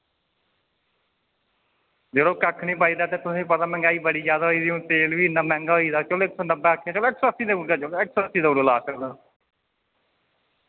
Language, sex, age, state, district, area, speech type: Dogri, male, 30-45, Jammu and Kashmir, Reasi, rural, conversation